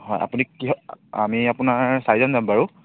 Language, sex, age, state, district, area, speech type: Assamese, male, 30-45, Assam, Biswanath, rural, conversation